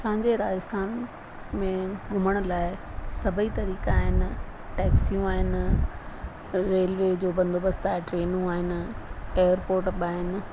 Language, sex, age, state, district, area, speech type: Sindhi, female, 60+, Rajasthan, Ajmer, urban, spontaneous